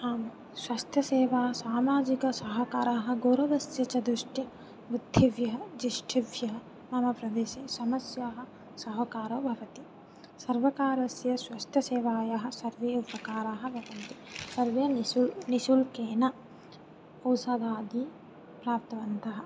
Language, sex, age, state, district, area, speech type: Sanskrit, female, 18-30, Odisha, Jajpur, rural, spontaneous